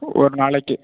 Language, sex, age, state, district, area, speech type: Tamil, male, 45-60, Tamil Nadu, Tiruvarur, urban, conversation